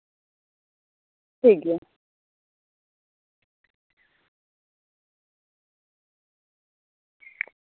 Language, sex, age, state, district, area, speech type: Santali, female, 30-45, West Bengal, Birbhum, rural, conversation